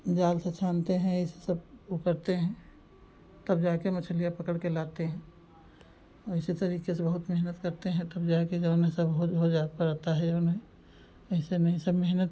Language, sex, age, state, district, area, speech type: Hindi, female, 45-60, Uttar Pradesh, Lucknow, rural, spontaneous